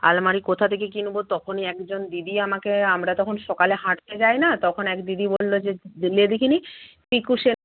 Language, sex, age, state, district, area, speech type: Bengali, female, 45-60, West Bengal, Purba Medinipur, rural, conversation